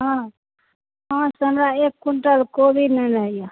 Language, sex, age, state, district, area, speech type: Maithili, female, 30-45, Bihar, Saharsa, rural, conversation